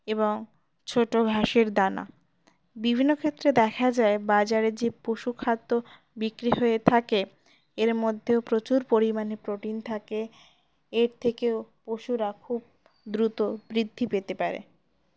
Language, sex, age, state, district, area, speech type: Bengali, female, 18-30, West Bengal, Birbhum, urban, spontaneous